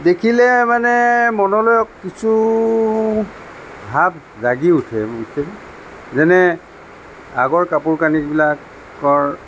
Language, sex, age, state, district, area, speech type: Assamese, male, 45-60, Assam, Sonitpur, rural, spontaneous